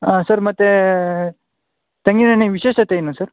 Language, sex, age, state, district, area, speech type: Kannada, male, 18-30, Karnataka, Shimoga, rural, conversation